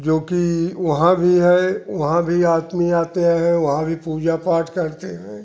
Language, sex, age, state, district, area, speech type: Hindi, male, 60+, Uttar Pradesh, Jaunpur, rural, spontaneous